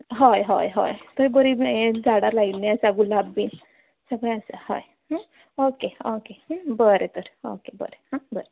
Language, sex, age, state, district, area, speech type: Goan Konkani, female, 30-45, Goa, Ponda, rural, conversation